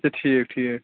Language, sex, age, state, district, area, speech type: Kashmiri, male, 30-45, Jammu and Kashmir, Baramulla, rural, conversation